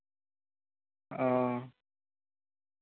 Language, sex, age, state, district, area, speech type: Santali, male, 18-30, West Bengal, Bankura, rural, conversation